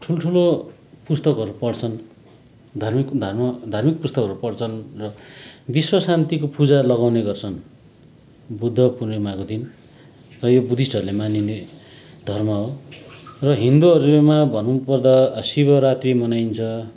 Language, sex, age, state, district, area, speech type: Nepali, male, 45-60, West Bengal, Kalimpong, rural, spontaneous